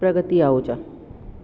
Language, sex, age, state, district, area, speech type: Sindhi, female, 45-60, Delhi, South Delhi, urban, spontaneous